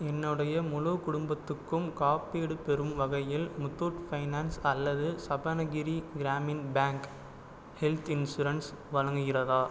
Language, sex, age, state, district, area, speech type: Tamil, male, 18-30, Tamil Nadu, Pudukkottai, rural, read